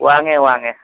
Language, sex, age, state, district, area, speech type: Manipuri, male, 45-60, Manipur, Imphal East, rural, conversation